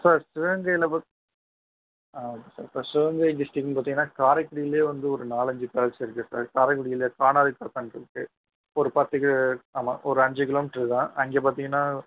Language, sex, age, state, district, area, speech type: Tamil, male, 30-45, Tamil Nadu, Sivaganga, rural, conversation